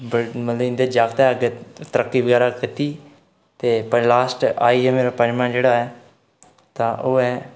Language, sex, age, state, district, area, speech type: Dogri, male, 18-30, Jammu and Kashmir, Udhampur, rural, spontaneous